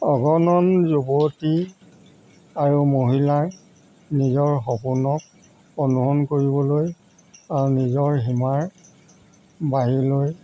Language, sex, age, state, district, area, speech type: Assamese, male, 45-60, Assam, Jorhat, urban, spontaneous